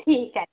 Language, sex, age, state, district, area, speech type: Marathi, female, 30-45, Maharashtra, Wardha, rural, conversation